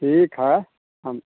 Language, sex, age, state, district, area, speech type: Hindi, male, 60+, Bihar, Samastipur, urban, conversation